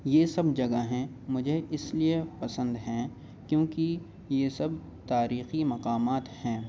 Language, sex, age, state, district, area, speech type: Urdu, male, 18-30, Uttar Pradesh, Aligarh, urban, spontaneous